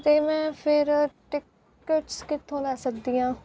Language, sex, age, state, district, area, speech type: Punjabi, female, 18-30, Punjab, Faridkot, urban, spontaneous